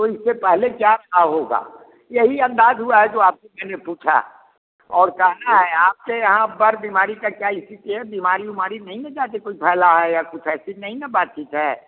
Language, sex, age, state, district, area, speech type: Hindi, male, 60+, Bihar, Vaishali, rural, conversation